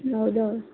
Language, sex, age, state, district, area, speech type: Marathi, female, 18-30, Maharashtra, Wardha, rural, conversation